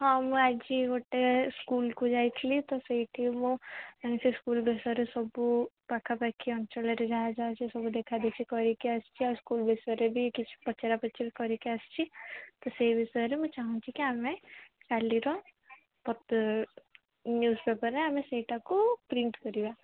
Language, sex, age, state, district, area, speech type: Odia, female, 18-30, Odisha, Sundergarh, urban, conversation